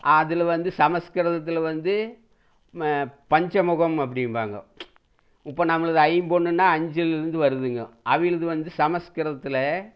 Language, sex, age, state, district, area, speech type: Tamil, male, 60+, Tamil Nadu, Erode, urban, spontaneous